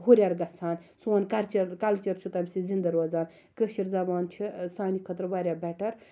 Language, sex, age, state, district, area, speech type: Kashmiri, female, 30-45, Jammu and Kashmir, Srinagar, rural, spontaneous